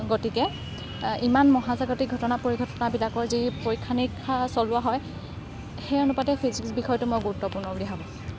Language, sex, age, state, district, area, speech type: Assamese, female, 45-60, Assam, Morigaon, rural, spontaneous